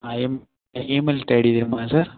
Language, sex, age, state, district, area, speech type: Tamil, male, 18-30, Tamil Nadu, Thanjavur, rural, conversation